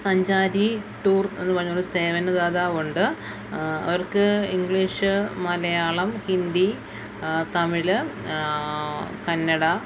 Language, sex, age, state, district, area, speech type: Malayalam, female, 30-45, Kerala, Alappuzha, rural, spontaneous